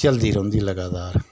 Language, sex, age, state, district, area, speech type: Dogri, male, 60+, Jammu and Kashmir, Udhampur, rural, spontaneous